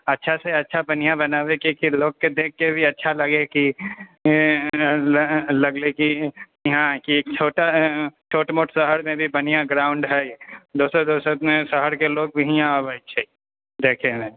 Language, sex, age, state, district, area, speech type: Maithili, male, 18-30, Bihar, Purnia, rural, conversation